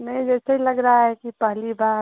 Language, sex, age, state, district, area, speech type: Hindi, female, 18-30, Uttar Pradesh, Chandauli, rural, conversation